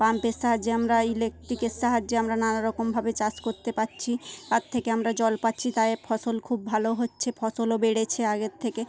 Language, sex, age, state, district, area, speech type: Bengali, female, 18-30, West Bengal, Paschim Medinipur, rural, spontaneous